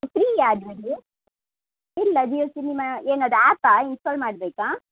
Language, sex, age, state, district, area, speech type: Kannada, female, 30-45, Karnataka, Udupi, rural, conversation